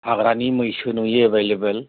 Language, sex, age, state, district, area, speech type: Bodo, male, 45-60, Assam, Chirang, rural, conversation